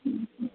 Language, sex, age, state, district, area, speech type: Odia, female, 30-45, Odisha, Sundergarh, urban, conversation